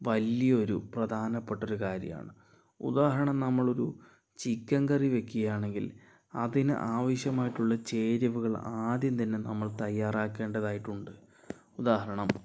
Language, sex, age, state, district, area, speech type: Malayalam, male, 45-60, Kerala, Palakkad, urban, spontaneous